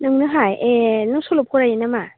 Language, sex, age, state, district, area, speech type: Bodo, female, 18-30, Assam, Chirang, urban, conversation